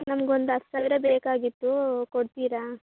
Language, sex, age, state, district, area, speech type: Kannada, female, 18-30, Karnataka, Chikkaballapur, rural, conversation